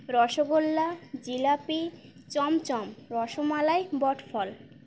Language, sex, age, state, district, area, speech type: Bengali, female, 18-30, West Bengal, Birbhum, urban, spontaneous